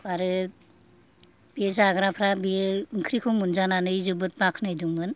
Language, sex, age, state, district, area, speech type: Bodo, female, 60+, Assam, Kokrajhar, urban, spontaneous